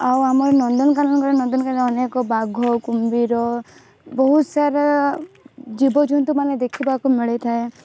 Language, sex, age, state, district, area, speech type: Odia, female, 18-30, Odisha, Rayagada, rural, spontaneous